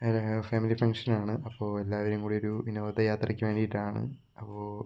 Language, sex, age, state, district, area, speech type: Malayalam, male, 18-30, Kerala, Wayanad, rural, spontaneous